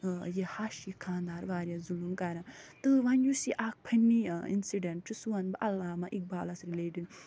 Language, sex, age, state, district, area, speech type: Kashmiri, female, 45-60, Jammu and Kashmir, Budgam, rural, spontaneous